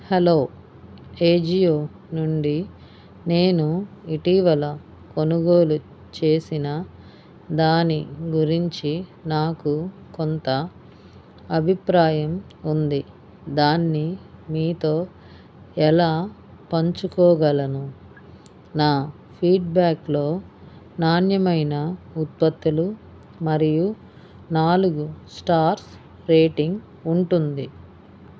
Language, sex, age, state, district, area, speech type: Telugu, female, 45-60, Andhra Pradesh, Bapatla, rural, read